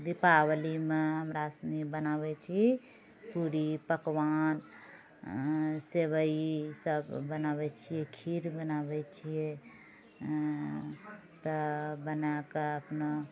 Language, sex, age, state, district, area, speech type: Maithili, female, 45-60, Bihar, Purnia, rural, spontaneous